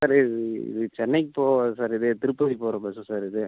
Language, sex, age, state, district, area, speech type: Tamil, male, 30-45, Tamil Nadu, Cuddalore, rural, conversation